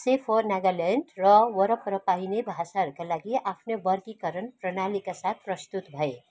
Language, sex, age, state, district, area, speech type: Nepali, female, 45-60, West Bengal, Kalimpong, rural, read